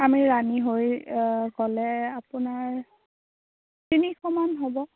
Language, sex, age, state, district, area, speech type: Assamese, female, 18-30, Assam, Darrang, rural, conversation